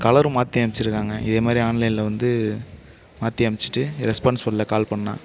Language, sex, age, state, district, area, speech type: Tamil, male, 18-30, Tamil Nadu, Mayiladuthurai, urban, spontaneous